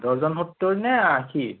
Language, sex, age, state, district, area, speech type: Assamese, male, 18-30, Assam, Morigaon, rural, conversation